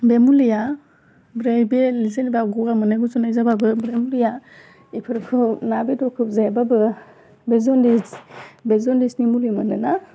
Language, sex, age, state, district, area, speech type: Bodo, female, 18-30, Assam, Udalguri, urban, spontaneous